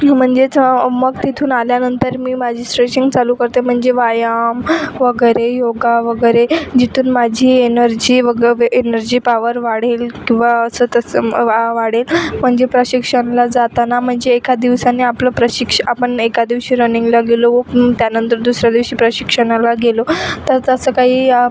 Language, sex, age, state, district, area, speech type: Marathi, female, 18-30, Maharashtra, Wardha, rural, spontaneous